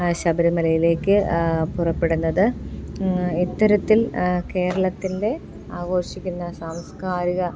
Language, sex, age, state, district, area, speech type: Malayalam, female, 30-45, Kerala, Thiruvananthapuram, urban, spontaneous